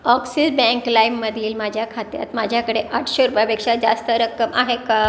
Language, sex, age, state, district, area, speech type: Marathi, female, 60+, Maharashtra, Pune, urban, read